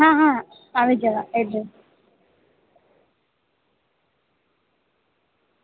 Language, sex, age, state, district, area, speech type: Gujarati, female, 18-30, Gujarat, Valsad, rural, conversation